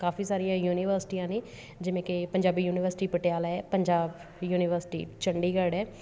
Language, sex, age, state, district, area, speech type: Punjabi, female, 30-45, Punjab, Patiala, urban, spontaneous